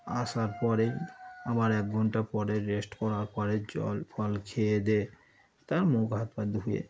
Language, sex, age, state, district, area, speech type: Bengali, male, 30-45, West Bengal, Darjeeling, rural, spontaneous